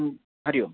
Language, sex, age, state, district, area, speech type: Sanskrit, male, 18-30, Punjab, Amritsar, urban, conversation